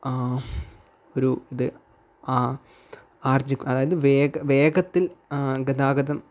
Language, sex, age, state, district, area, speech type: Malayalam, male, 18-30, Kerala, Kasaragod, rural, spontaneous